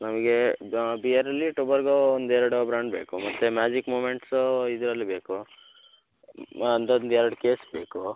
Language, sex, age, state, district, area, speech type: Kannada, male, 18-30, Karnataka, Shimoga, rural, conversation